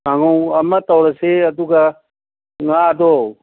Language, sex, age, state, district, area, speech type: Manipuri, male, 60+, Manipur, Kangpokpi, urban, conversation